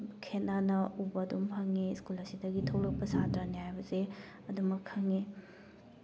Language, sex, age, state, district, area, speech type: Manipuri, female, 30-45, Manipur, Thoubal, rural, spontaneous